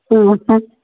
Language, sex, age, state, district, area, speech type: Manipuri, female, 60+, Manipur, Imphal East, rural, conversation